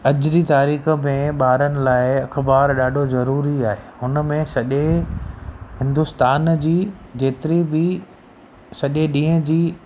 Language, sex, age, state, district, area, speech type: Sindhi, male, 30-45, Gujarat, Kutch, rural, spontaneous